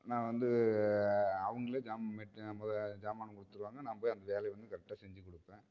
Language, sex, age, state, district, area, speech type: Tamil, male, 30-45, Tamil Nadu, Namakkal, rural, spontaneous